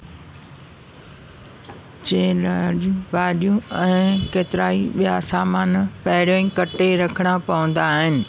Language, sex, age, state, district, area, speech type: Sindhi, female, 45-60, Maharashtra, Thane, urban, spontaneous